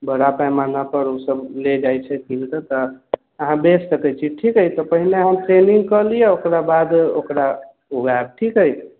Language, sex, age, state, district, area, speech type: Maithili, male, 45-60, Bihar, Sitamarhi, rural, conversation